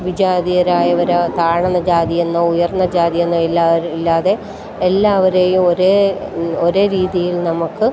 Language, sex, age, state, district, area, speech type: Malayalam, female, 45-60, Kerala, Kottayam, rural, spontaneous